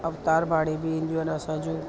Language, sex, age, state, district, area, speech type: Sindhi, female, 45-60, Delhi, South Delhi, urban, spontaneous